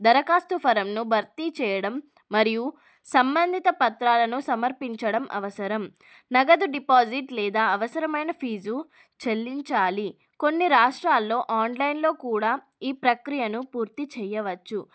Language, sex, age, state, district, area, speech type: Telugu, female, 30-45, Telangana, Adilabad, rural, spontaneous